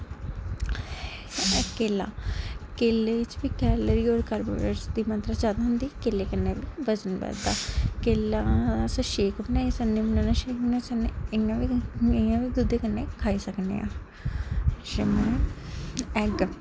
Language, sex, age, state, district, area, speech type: Dogri, female, 18-30, Jammu and Kashmir, Kathua, rural, spontaneous